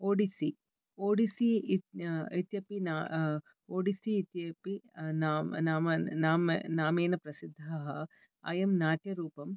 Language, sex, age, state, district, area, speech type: Sanskrit, female, 45-60, Karnataka, Bangalore Urban, urban, spontaneous